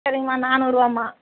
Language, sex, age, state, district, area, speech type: Tamil, female, 45-60, Tamil Nadu, Perambalur, rural, conversation